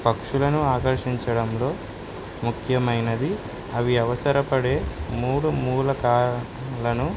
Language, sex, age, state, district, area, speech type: Telugu, male, 18-30, Telangana, Suryapet, urban, spontaneous